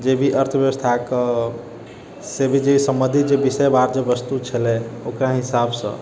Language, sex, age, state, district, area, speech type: Maithili, male, 18-30, Bihar, Sitamarhi, urban, spontaneous